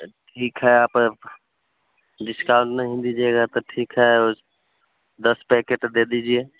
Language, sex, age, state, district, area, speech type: Hindi, male, 18-30, Bihar, Vaishali, rural, conversation